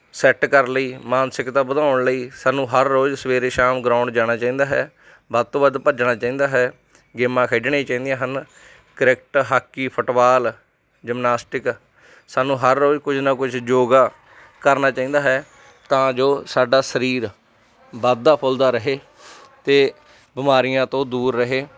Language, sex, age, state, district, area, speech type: Punjabi, male, 30-45, Punjab, Mansa, rural, spontaneous